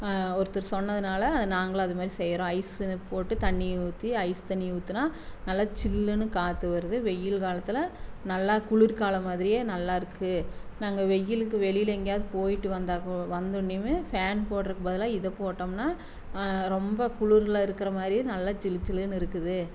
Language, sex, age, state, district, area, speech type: Tamil, female, 45-60, Tamil Nadu, Coimbatore, rural, spontaneous